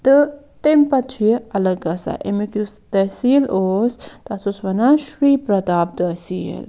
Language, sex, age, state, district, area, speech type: Kashmiri, female, 45-60, Jammu and Kashmir, Budgam, rural, spontaneous